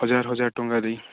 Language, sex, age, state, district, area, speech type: Odia, male, 18-30, Odisha, Jagatsinghpur, rural, conversation